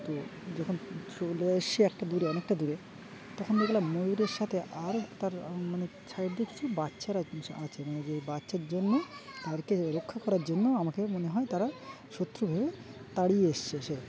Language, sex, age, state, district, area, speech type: Bengali, male, 30-45, West Bengal, Uttar Dinajpur, urban, spontaneous